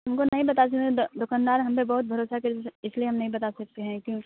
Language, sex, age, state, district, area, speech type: Hindi, female, 18-30, Bihar, Muzaffarpur, rural, conversation